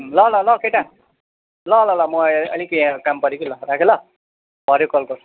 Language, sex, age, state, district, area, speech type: Nepali, male, 30-45, West Bengal, Jalpaiguri, urban, conversation